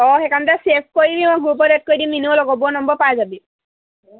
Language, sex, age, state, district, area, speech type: Assamese, female, 18-30, Assam, Jorhat, urban, conversation